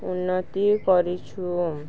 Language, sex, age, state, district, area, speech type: Odia, female, 18-30, Odisha, Balangir, urban, spontaneous